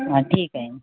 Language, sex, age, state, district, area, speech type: Marathi, female, 30-45, Maharashtra, Nagpur, rural, conversation